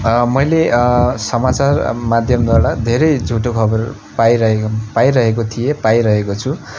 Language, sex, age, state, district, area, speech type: Nepali, male, 18-30, West Bengal, Darjeeling, rural, spontaneous